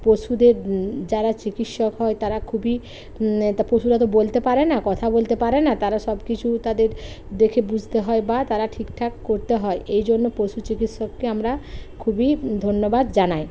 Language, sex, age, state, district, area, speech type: Bengali, female, 45-60, West Bengal, Hooghly, rural, spontaneous